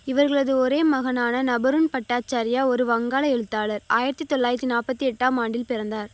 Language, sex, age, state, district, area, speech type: Tamil, female, 18-30, Tamil Nadu, Thoothukudi, rural, read